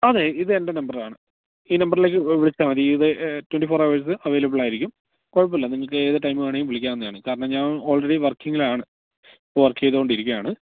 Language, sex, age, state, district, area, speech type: Malayalam, male, 18-30, Kerala, Wayanad, rural, conversation